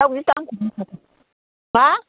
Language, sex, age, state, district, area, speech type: Bodo, female, 60+, Assam, Chirang, rural, conversation